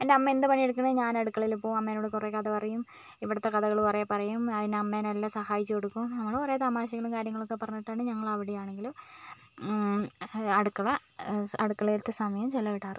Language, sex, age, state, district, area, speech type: Malayalam, female, 45-60, Kerala, Wayanad, rural, spontaneous